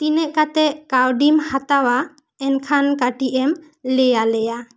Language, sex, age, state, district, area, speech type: Santali, female, 18-30, West Bengal, Bankura, rural, spontaneous